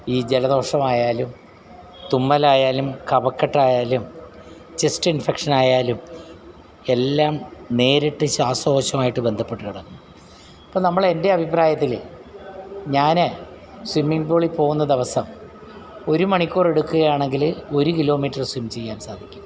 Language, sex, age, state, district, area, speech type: Malayalam, male, 60+, Kerala, Alappuzha, rural, spontaneous